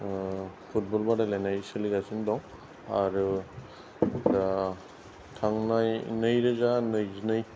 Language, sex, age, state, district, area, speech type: Bodo, male, 45-60, Assam, Kokrajhar, rural, spontaneous